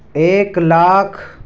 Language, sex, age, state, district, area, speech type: Urdu, male, 18-30, Uttar Pradesh, Siddharthnagar, rural, spontaneous